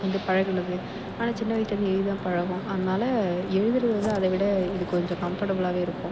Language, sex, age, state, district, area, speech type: Tamil, female, 18-30, Tamil Nadu, Perambalur, urban, spontaneous